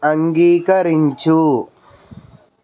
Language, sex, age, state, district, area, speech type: Telugu, male, 18-30, Andhra Pradesh, N T Rama Rao, urban, read